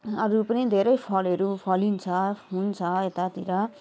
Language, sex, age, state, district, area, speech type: Nepali, female, 30-45, West Bengal, Jalpaiguri, urban, spontaneous